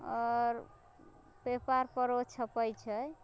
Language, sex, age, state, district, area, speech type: Maithili, female, 18-30, Bihar, Muzaffarpur, rural, spontaneous